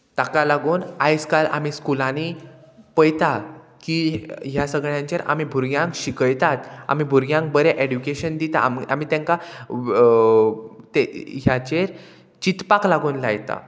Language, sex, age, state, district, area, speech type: Goan Konkani, male, 18-30, Goa, Murmgao, rural, spontaneous